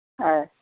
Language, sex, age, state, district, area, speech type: Assamese, female, 60+, Assam, Dhemaji, rural, conversation